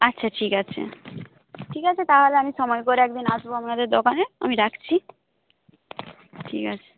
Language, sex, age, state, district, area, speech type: Bengali, female, 30-45, West Bengal, Jhargram, rural, conversation